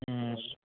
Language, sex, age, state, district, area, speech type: Bengali, male, 18-30, West Bengal, Paschim Medinipur, rural, conversation